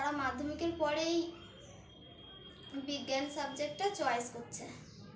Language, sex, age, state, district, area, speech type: Bengali, female, 18-30, West Bengal, Dakshin Dinajpur, urban, spontaneous